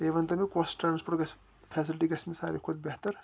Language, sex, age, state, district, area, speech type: Kashmiri, male, 18-30, Jammu and Kashmir, Pulwama, rural, spontaneous